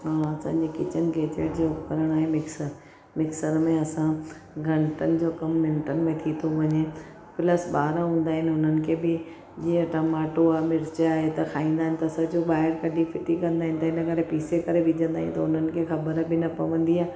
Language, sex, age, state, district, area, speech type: Sindhi, female, 45-60, Gujarat, Surat, urban, spontaneous